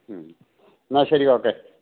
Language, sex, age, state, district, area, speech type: Malayalam, male, 60+, Kerala, Idukki, rural, conversation